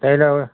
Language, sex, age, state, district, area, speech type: Marathi, male, 45-60, Maharashtra, Akola, urban, conversation